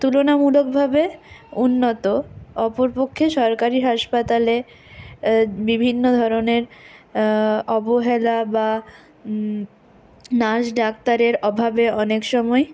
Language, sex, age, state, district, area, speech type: Bengali, female, 60+, West Bengal, Purulia, urban, spontaneous